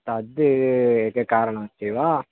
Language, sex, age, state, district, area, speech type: Sanskrit, male, 18-30, Kerala, Thiruvananthapuram, rural, conversation